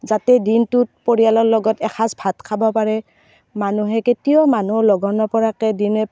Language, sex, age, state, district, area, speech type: Assamese, female, 30-45, Assam, Barpeta, rural, spontaneous